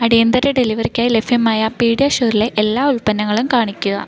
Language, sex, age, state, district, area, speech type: Malayalam, female, 18-30, Kerala, Idukki, rural, read